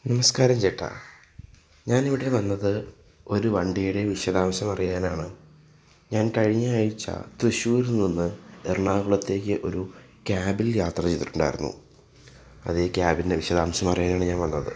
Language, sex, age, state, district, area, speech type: Malayalam, male, 18-30, Kerala, Thrissur, urban, spontaneous